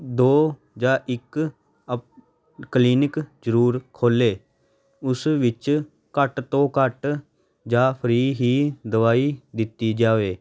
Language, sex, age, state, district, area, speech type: Punjabi, male, 18-30, Punjab, Patiala, urban, spontaneous